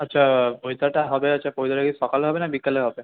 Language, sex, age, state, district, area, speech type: Bengali, male, 18-30, West Bengal, Paschim Bardhaman, rural, conversation